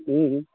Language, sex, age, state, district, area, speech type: Maithili, male, 30-45, Bihar, Darbhanga, rural, conversation